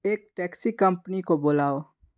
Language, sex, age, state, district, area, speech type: Hindi, male, 18-30, Bihar, Darbhanga, rural, read